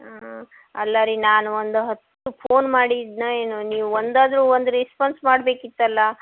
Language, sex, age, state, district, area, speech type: Kannada, female, 45-60, Karnataka, Shimoga, rural, conversation